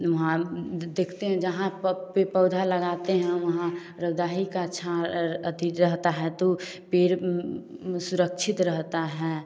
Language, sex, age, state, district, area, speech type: Hindi, female, 18-30, Bihar, Samastipur, rural, spontaneous